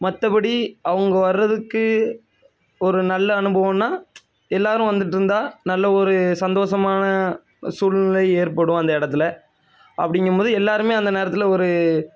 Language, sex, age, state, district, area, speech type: Tamil, male, 18-30, Tamil Nadu, Thoothukudi, rural, spontaneous